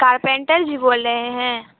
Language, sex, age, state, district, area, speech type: Urdu, female, 18-30, Bihar, Supaul, rural, conversation